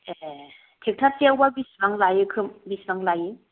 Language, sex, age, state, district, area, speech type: Bodo, female, 30-45, Assam, Kokrajhar, rural, conversation